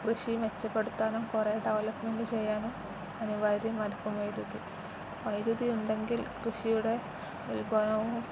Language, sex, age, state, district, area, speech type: Malayalam, female, 18-30, Kerala, Kozhikode, rural, spontaneous